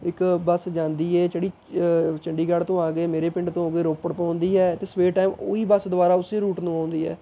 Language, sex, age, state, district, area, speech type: Punjabi, male, 18-30, Punjab, Mohali, rural, spontaneous